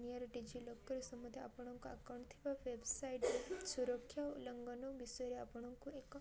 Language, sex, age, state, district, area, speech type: Odia, female, 18-30, Odisha, Koraput, urban, spontaneous